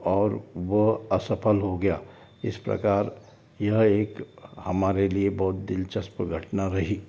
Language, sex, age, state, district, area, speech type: Hindi, male, 60+, Madhya Pradesh, Balaghat, rural, spontaneous